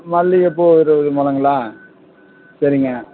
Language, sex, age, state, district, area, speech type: Tamil, male, 45-60, Tamil Nadu, Perambalur, rural, conversation